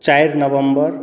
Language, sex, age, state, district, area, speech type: Maithili, male, 30-45, Bihar, Madhubani, rural, spontaneous